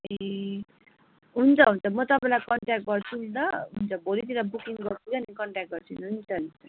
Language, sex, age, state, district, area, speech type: Nepali, female, 18-30, West Bengal, Kalimpong, rural, conversation